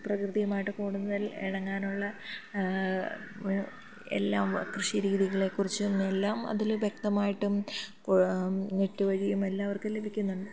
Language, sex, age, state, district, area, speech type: Malayalam, female, 30-45, Kerala, Thiruvananthapuram, urban, spontaneous